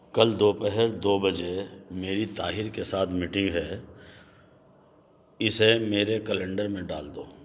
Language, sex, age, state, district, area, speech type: Urdu, male, 45-60, Delhi, Central Delhi, urban, read